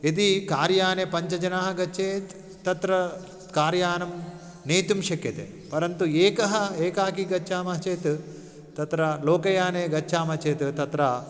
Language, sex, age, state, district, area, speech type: Sanskrit, male, 45-60, Telangana, Karimnagar, urban, spontaneous